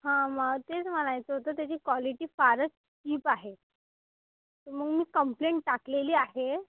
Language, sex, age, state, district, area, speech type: Marathi, female, 18-30, Maharashtra, Amravati, urban, conversation